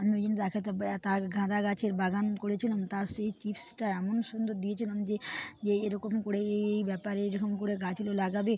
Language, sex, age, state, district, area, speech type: Bengali, female, 45-60, West Bengal, Purba Medinipur, rural, spontaneous